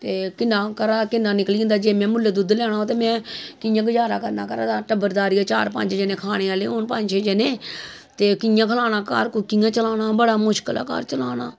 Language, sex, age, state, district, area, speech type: Dogri, female, 45-60, Jammu and Kashmir, Samba, rural, spontaneous